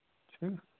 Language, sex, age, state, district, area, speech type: Dogri, male, 30-45, Jammu and Kashmir, Samba, rural, conversation